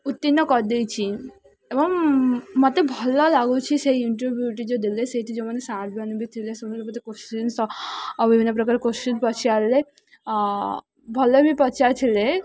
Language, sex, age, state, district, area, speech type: Odia, female, 18-30, Odisha, Ganjam, urban, spontaneous